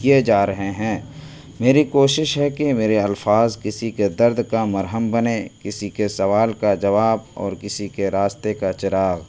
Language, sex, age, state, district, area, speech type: Urdu, male, 18-30, Delhi, New Delhi, rural, spontaneous